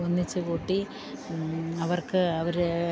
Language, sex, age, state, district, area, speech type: Malayalam, female, 45-60, Kerala, Idukki, rural, spontaneous